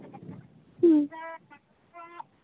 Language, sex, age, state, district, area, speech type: Santali, female, 18-30, West Bengal, Bankura, rural, conversation